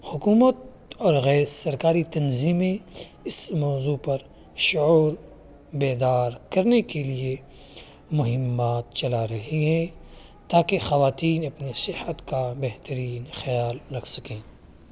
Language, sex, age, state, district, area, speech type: Urdu, male, 18-30, Uttar Pradesh, Muzaffarnagar, urban, spontaneous